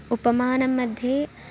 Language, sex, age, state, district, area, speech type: Sanskrit, female, 18-30, Karnataka, Vijayanagara, urban, spontaneous